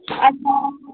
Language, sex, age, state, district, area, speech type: Maithili, female, 30-45, Bihar, Sitamarhi, rural, conversation